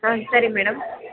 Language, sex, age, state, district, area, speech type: Kannada, female, 18-30, Karnataka, Mysore, urban, conversation